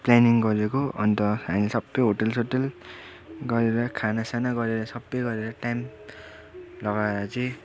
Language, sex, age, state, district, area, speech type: Nepali, male, 18-30, West Bengal, Darjeeling, rural, spontaneous